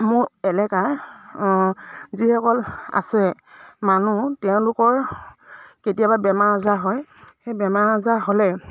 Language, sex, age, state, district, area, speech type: Assamese, female, 30-45, Assam, Dibrugarh, urban, spontaneous